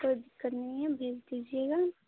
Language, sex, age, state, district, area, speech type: Hindi, female, 30-45, Uttar Pradesh, Chandauli, rural, conversation